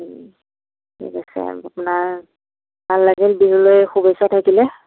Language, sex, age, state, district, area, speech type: Assamese, female, 30-45, Assam, Biswanath, rural, conversation